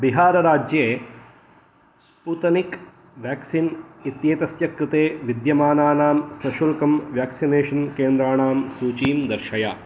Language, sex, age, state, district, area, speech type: Sanskrit, male, 30-45, Karnataka, Shimoga, rural, read